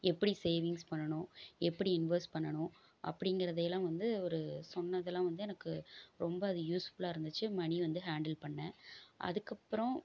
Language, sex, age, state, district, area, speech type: Tamil, female, 30-45, Tamil Nadu, Erode, rural, spontaneous